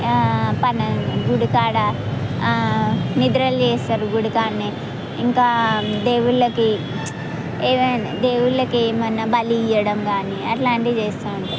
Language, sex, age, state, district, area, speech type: Telugu, female, 18-30, Telangana, Mahbubnagar, rural, spontaneous